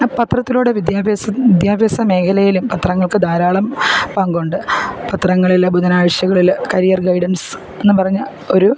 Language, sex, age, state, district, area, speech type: Malayalam, female, 30-45, Kerala, Alappuzha, rural, spontaneous